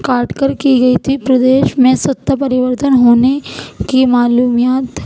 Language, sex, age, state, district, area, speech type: Urdu, female, 18-30, Uttar Pradesh, Gautam Buddha Nagar, rural, spontaneous